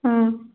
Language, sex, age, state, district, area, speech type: Manipuri, female, 18-30, Manipur, Kangpokpi, urban, conversation